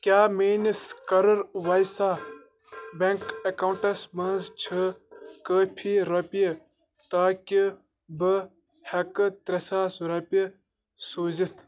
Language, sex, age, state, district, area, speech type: Kashmiri, male, 18-30, Jammu and Kashmir, Bandipora, rural, read